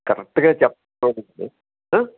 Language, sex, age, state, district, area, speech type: Telugu, male, 60+, Andhra Pradesh, N T Rama Rao, urban, conversation